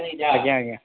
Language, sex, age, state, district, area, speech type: Odia, male, 45-60, Odisha, Nuapada, urban, conversation